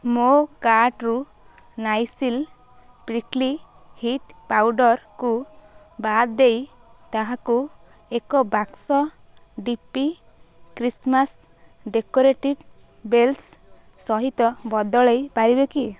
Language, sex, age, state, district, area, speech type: Odia, female, 18-30, Odisha, Kalahandi, rural, read